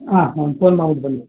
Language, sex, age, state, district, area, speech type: Kannada, male, 45-60, Karnataka, Mysore, urban, conversation